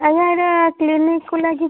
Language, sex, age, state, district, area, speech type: Odia, female, 18-30, Odisha, Kandhamal, rural, conversation